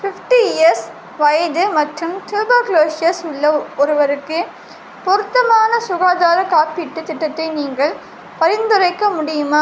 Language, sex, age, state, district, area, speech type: Tamil, female, 18-30, Tamil Nadu, Vellore, urban, read